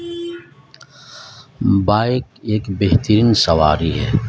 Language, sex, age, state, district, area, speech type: Urdu, male, 45-60, Bihar, Madhubani, rural, spontaneous